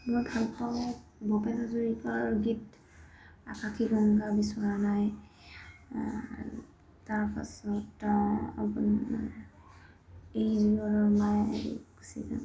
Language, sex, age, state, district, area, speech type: Assamese, female, 18-30, Assam, Jorhat, urban, spontaneous